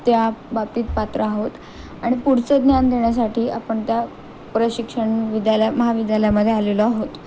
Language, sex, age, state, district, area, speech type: Marathi, female, 18-30, Maharashtra, Nanded, rural, spontaneous